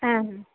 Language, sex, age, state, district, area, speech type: Bengali, female, 18-30, West Bengal, Purba Bardhaman, urban, conversation